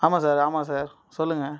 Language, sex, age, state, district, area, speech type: Tamil, male, 30-45, Tamil Nadu, Cuddalore, urban, spontaneous